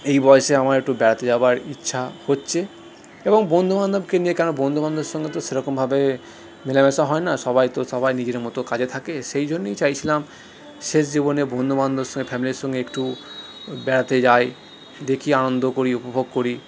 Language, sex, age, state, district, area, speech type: Bengali, male, 30-45, West Bengal, Purulia, urban, spontaneous